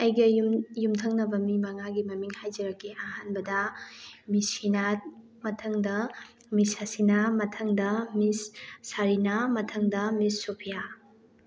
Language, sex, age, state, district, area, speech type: Manipuri, female, 30-45, Manipur, Thoubal, rural, spontaneous